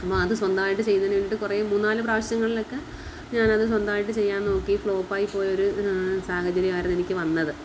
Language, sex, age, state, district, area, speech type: Malayalam, female, 30-45, Kerala, Kollam, urban, spontaneous